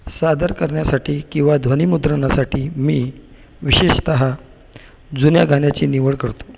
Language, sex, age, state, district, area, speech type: Marathi, male, 30-45, Maharashtra, Buldhana, urban, spontaneous